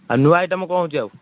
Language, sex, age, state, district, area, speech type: Odia, male, 30-45, Odisha, Kendujhar, urban, conversation